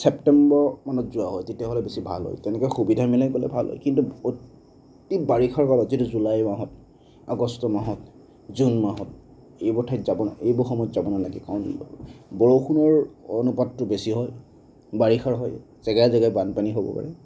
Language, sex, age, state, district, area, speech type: Assamese, male, 30-45, Assam, Nagaon, rural, spontaneous